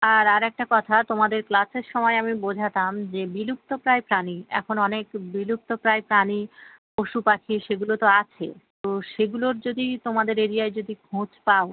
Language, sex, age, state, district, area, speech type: Bengali, female, 18-30, West Bengal, Dakshin Dinajpur, urban, conversation